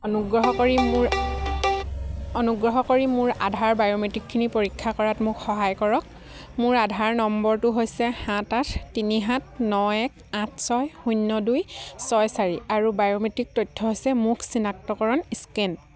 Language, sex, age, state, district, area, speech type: Assamese, female, 18-30, Assam, Sivasagar, rural, read